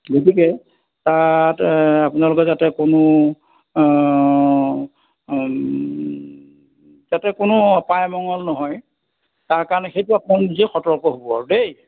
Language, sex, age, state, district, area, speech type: Assamese, male, 60+, Assam, Majuli, urban, conversation